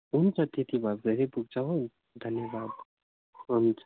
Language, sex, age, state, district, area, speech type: Nepali, male, 18-30, West Bengal, Darjeeling, rural, conversation